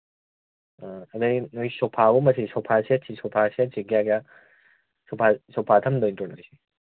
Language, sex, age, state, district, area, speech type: Manipuri, male, 18-30, Manipur, Kakching, rural, conversation